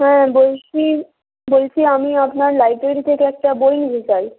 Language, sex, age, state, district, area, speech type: Bengali, female, 18-30, West Bengal, Hooghly, urban, conversation